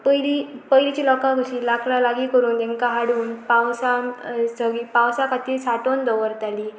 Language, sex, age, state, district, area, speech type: Goan Konkani, female, 18-30, Goa, Pernem, rural, spontaneous